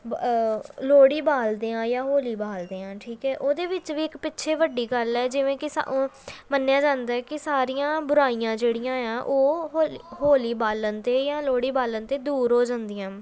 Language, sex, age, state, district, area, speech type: Punjabi, female, 18-30, Punjab, Pathankot, urban, spontaneous